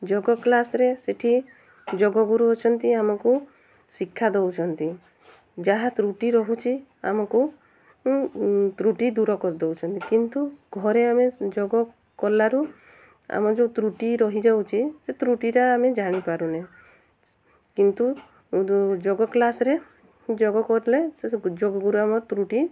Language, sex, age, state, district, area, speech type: Odia, female, 30-45, Odisha, Mayurbhanj, rural, spontaneous